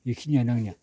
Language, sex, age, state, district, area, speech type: Bodo, male, 60+, Assam, Baksa, rural, spontaneous